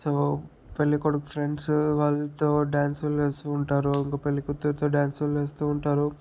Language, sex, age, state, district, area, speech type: Telugu, male, 60+, Andhra Pradesh, Chittoor, rural, spontaneous